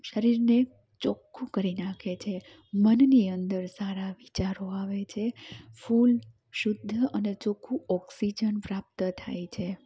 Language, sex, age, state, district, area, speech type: Gujarati, female, 30-45, Gujarat, Amreli, rural, spontaneous